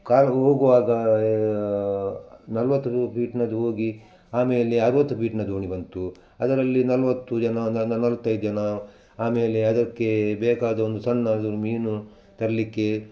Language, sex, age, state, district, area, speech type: Kannada, male, 60+, Karnataka, Udupi, rural, spontaneous